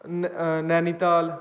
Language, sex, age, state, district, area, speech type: Punjabi, male, 18-30, Punjab, Kapurthala, rural, spontaneous